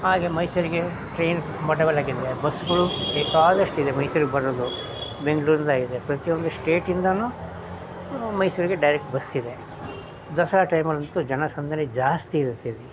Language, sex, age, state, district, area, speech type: Kannada, male, 60+, Karnataka, Mysore, rural, spontaneous